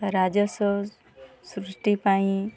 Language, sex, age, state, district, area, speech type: Odia, female, 45-60, Odisha, Kalahandi, rural, spontaneous